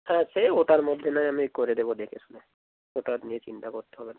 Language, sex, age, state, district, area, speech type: Bengali, male, 18-30, West Bengal, Bankura, urban, conversation